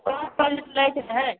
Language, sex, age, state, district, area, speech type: Maithili, female, 18-30, Bihar, Begusarai, rural, conversation